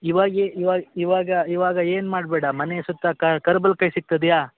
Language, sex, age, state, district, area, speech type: Kannada, male, 18-30, Karnataka, Uttara Kannada, rural, conversation